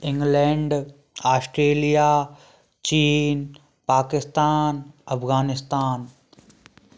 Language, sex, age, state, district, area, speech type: Hindi, male, 18-30, Rajasthan, Bharatpur, rural, spontaneous